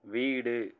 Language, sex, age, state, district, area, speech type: Tamil, male, 30-45, Tamil Nadu, Madurai, urban, read